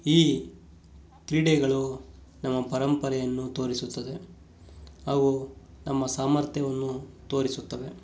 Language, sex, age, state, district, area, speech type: Kannada, male, 30-45, Karnataka, Kolar, rural, spontaneous